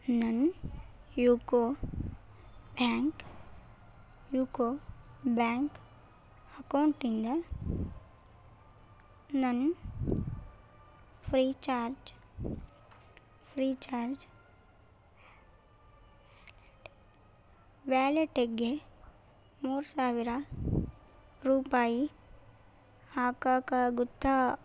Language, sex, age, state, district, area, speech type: Kannada, female, 18-30, Karnataka, Chitradurga, rural, read